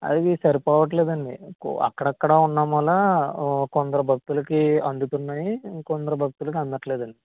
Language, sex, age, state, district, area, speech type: Telugu, male, 18-30, Andhra Pradesh, Kakinada, rural, conversation